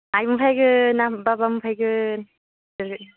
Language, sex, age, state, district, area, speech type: Bodo, female, 18-30, Assam, Udalguri, rural, conversation